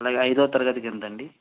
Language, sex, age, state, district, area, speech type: Telugu, male, 18-30, Andhra Pradesh, Anantapur, urban, conversation